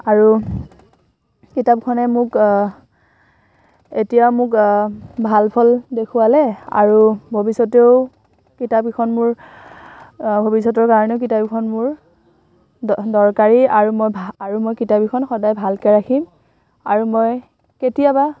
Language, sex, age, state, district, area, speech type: Assamese, female, 18-30, Assam, Kamrup Metropolitan, rural, spontaneous